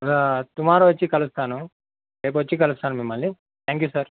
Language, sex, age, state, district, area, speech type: Telugu, male, 18-30, Telangana, Yadadri Bhuvanagiri, urban, conversation